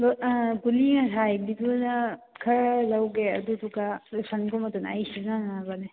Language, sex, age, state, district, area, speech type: Manipuri, female, 18-30, Manipur, Churachandpur, rural, conversation